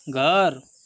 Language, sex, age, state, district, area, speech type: Hindi, male, 45-60, Uttar Pradesh, Mau, urban, read